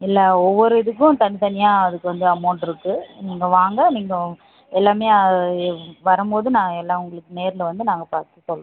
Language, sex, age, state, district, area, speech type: Tamil, female, 18-30, Tamil Nadu, Dharmapuri, rural, conversation